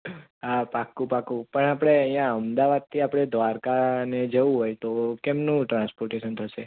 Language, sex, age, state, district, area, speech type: Gujarati, male, 18-30, Gujarat, Anand, urban, conversation